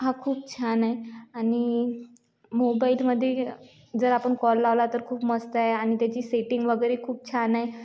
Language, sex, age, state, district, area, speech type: Marathi, female, 18-30, Maharashtra, Washim, rural, spontaneous